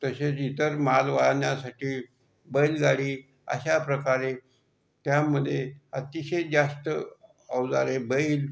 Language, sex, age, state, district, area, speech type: Marathi, male, 45-60, Maharashtra, Buldhana, rural, spontaneous